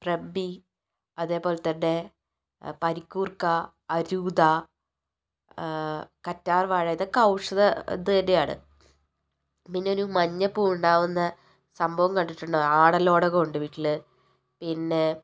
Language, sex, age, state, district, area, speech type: Malayalam, female, 18-30, Kerala, Kozhikode, urban, spontaneous